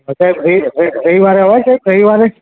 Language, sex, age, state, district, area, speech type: Gujarati, male, 45-60, Gujarat, Ahmedabad, urban, conversation